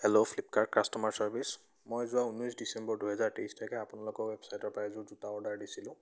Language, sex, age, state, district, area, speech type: Assamese, male, 18-30, Assam, Biswanath, rural, spontaneous